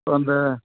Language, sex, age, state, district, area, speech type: Kannada, male, 45-60, Karnataka, Dharwad, rural, conversation